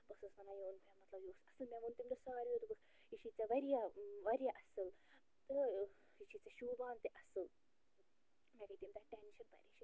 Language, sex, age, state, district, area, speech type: Kashmiri, female, 30-45, Jammu and Kashmir, Bandipora, rural, spontaneous